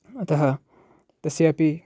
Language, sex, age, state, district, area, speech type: Sanskrit, male, 18-30, Karnataka, Uttara Kannada, urban, spontaneous